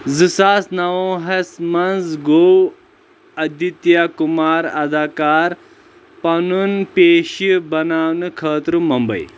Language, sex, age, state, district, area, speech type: Kashmiri, male, 30-45, Jammu and Kashmir, Shopian, rural, read